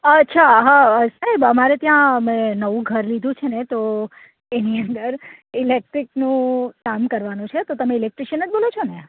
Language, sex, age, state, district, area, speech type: Gujarati, female, 30-45, Gujarat, Surat, urban, conversation